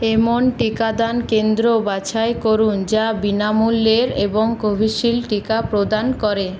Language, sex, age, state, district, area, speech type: Bengali, female, 18-30, West Bengal, Paschim Bardhaman, urban, read